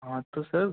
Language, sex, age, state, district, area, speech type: Hindi, male, 45-60, Rajasthan, Karauli, rural, conversation